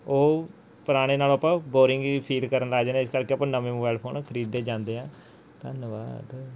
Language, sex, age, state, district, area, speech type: Punjabi, male, 18-30, Punjab, Mansa, urban, spontaneous